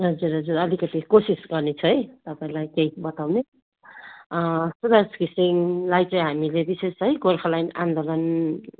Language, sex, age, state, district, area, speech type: Nepali, female, 30-45, West Bengal, Darjeeling, rural, conversation